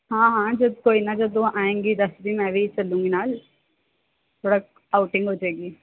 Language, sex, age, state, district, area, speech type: Punjabi, female, 18-30, Punjab, Firozpur, urban, conversation